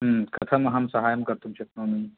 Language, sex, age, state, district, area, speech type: Sanskrit, male, 30-45, Andhra Pradesh, Chittoor, urban, conversation